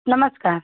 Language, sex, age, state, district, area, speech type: Hindi, female, 30-45, Uttar Pradesh, Chandauli, rural, conversation